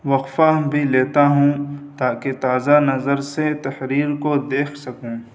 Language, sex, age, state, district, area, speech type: Urdu, male, 30-45, Uttar Pradesh, Muzaffarnagar, urban, spontaneous